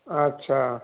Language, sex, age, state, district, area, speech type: Odia, male, 30-45, Odisha, Puri, urban, conversation